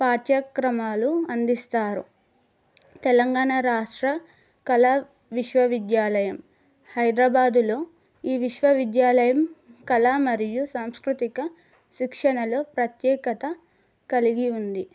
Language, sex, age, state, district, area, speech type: Telugu, female, 18-30, Telangana, Adilabad, urban, spontaneous